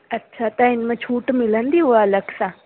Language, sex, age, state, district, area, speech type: Sindhi, female, 18-30, Rajasthan, Ajmer, urban, conversation